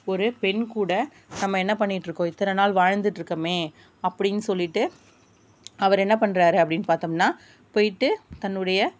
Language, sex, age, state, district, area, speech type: Tamil, female, 30-45, Tamil Nadu, Tiruvarur, rural, spontaneous